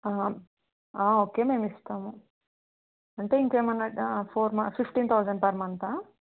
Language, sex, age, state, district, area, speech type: Telugu, female, 18-30, Telangana, Hyderabad, urban, conversation